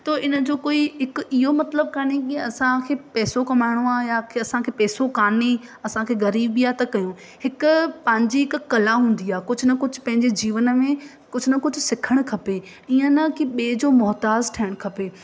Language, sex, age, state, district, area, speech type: Sindhi, female, 18-30, Madhya Pradesh, Katni, rural, spontaneous